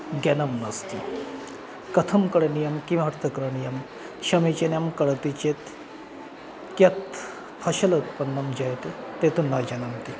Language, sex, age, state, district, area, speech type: Sanskrit, male, 30-45, West Bengal, North 24 Parganas, urban, spontaneous